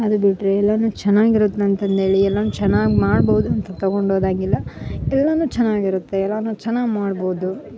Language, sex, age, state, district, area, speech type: Kannada, female, 18-30, Karnataka, Koppal, rural, spontaneous